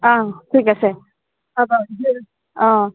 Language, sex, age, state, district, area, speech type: Assamese, female, 18-30, Assam, Nagaon, rural, conversation